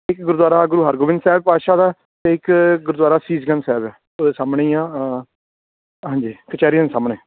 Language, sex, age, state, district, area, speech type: Punjabi, male, 30-45, Punjab, Fatehgarh Sahib, urban, conversation